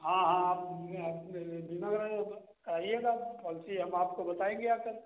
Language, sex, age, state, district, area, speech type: Hindi, male, 30-45, Uttar Pradesh, Sitapur, rural, conversation